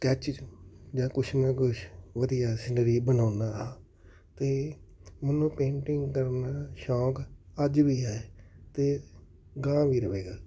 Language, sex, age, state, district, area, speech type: Punjabi, male, 45-60, Punjab, Tarn Taran, urban, spontaneous